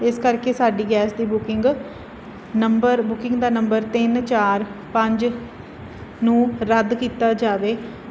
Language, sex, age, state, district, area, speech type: Punjabi, female, 30-45, Punjab, Fazilka, rural, spontaneous